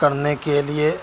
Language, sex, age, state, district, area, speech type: Urdu, male, 18-30, Delhi, Central Delhi, rural, spontaneous